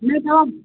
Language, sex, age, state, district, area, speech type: Sindhi, female, 30-45, Maharashtra, Thane, urban, conversation